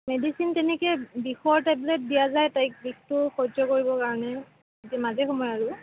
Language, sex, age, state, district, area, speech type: Assamese, female, 18-30, Assam, Kamrup Metropolitan, urban, conversation